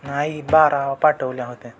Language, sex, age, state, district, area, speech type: Marathi, male, 18-30, Maharashtra, Satara, urban, spontaneous